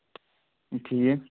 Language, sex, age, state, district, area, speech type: Kashmiri, male, 18-30, Jammu and Kashmir, Anantnag, rural, conversation